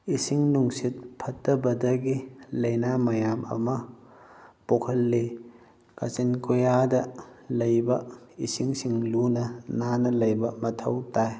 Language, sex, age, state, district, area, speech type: Manipuri, male, 18-30, Manipur, Kakching, rural, spontaneous